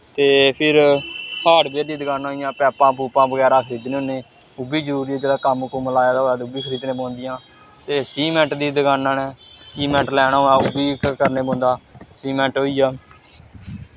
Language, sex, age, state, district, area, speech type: Dogri, male, 18-30, Jammu and Kashmir, Samba, rural, spontaneous